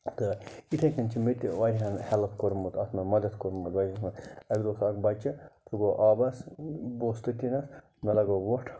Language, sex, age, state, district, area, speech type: Kashmiri, male, 60+, Jammu and Kashmir, Budgam, rural, spontaneous